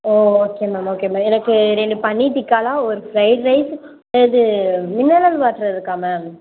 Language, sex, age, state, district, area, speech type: Tamil, female, 18-30, Tamil Nadu, Sivaganga, rural, conversation